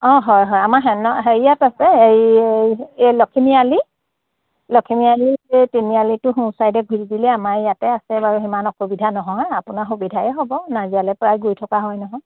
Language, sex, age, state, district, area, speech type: Assamese, female, 30-45, Assam, Sivasagar, rural, conversation